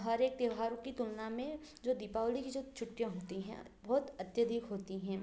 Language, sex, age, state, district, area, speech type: Hindi, female, 18-30, Madhya Pradesh, Ujjain, urban, spontaneous